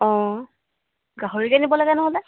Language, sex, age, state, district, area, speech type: Assamese, female, 18-30, Assam, Dibrugarh, rural, conversation